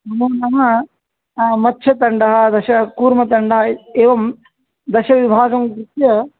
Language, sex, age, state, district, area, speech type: Sanskrit, male, 30-45, Karnataka, Vijayapura, urban, conversation